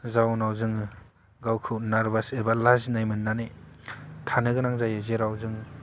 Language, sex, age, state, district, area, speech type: Bodo, male, 18-30, Assam, Baksa, rural, spontaneous